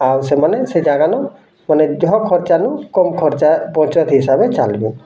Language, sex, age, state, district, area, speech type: Odia, male, 30-45, Odisha, Bargarh, urban, spontaneous